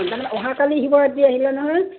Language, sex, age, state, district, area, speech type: Assamese, female, 45-60, Assam, Udalguri, rural, conversation